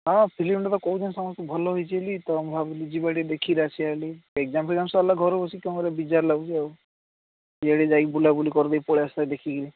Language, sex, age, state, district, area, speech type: Odia, male, 18-30, Odisha, Ganjam, urban, conversation